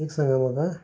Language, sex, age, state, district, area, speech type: Goan Konkani, male, 45-60, Goa, Canacona, rural, spontaneous